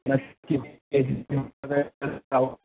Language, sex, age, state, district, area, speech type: Marathi, male, 30-45, Maharashtra, Ahmednagar, urban, conversation